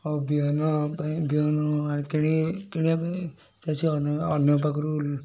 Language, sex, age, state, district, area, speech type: Odia, male, 30-45, Odisha, Kendujhar, urban, spontaneous